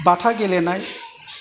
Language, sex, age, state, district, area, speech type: Bodo, male, 60+, Assam, Chirang, rural, spontaneous